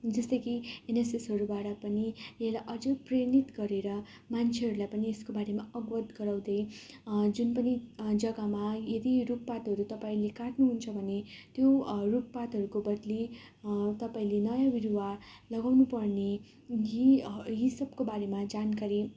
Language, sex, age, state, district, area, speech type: Nepali, female, 18-30, West Bengal, Darjeeling, rural, spontaneous